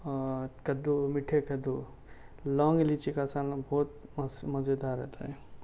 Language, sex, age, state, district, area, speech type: Urdu, male, 30-45, Telangana, Hyderabad, urban, spontaneous